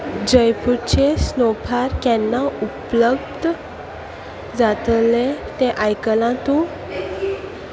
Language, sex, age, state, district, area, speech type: Goan Konkani, female, 18-30, Goa, Salcete, rural, read